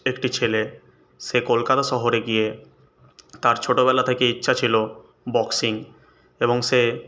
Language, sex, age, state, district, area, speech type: Bengali, male, 18-30, West Bengal, Purulia, urban, spontaneous